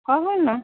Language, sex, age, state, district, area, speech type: Maithili, female, 60+, Bihar, Muzaffarpur, rural, conversation